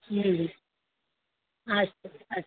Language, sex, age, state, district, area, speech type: Sanskrit, female, 60+, Maharashtra, Mumbai City, urban, conversation